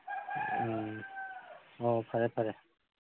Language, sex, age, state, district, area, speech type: Manipuri, male, 45-60, Manipur, Churachandpur, rural, conversation